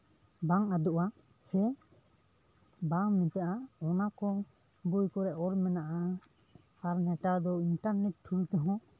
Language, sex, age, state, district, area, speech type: Santali, male, 18-30, West Bengal, Bankura, rural, spontaneous